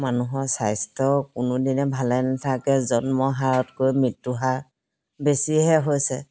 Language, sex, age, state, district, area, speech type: Assamese, female, 60+, Assam, Dhemaji, rural, spontaneous